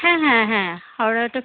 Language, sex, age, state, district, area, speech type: Bengali, female, 30-45, West Bengal, Howrah, urban, conversation